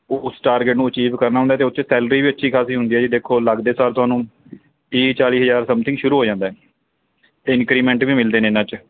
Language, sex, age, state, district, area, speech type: Punjabi, male, 18-30, Punjab, Kapurthala, rural, conversation